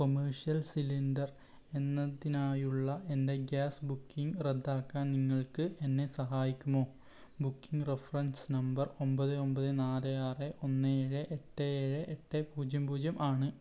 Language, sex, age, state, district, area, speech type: Malayalam, male, 18-30, Kerala, Wayanad, rural, read